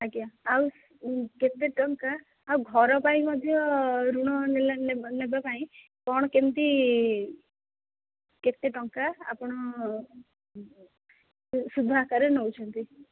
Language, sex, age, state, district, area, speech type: Odia, female, 30-45, Odisha, Dhenkanal, rural, conversation